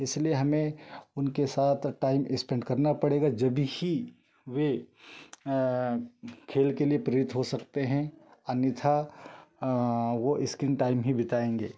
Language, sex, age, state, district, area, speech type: Hindi, male, 30-45, Madhya Pradesh, Betul, rural, spontaneous